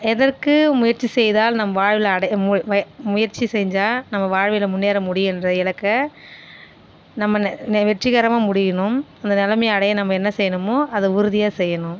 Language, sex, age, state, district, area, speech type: Tamil, female, 30-45, Tamil Nadu, Viluppuram, rural, spontaneous